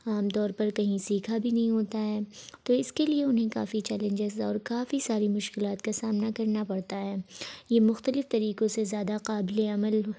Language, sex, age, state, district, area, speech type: Urdu, female, 30-45, Uttar Pradesh, Lucknow, urban, spontaneous